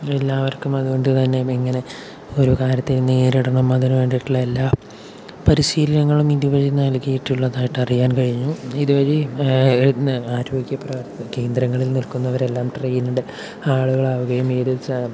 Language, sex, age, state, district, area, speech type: Malayalam, male, 18-30, Kerala, Palakkad, rural, spontaneous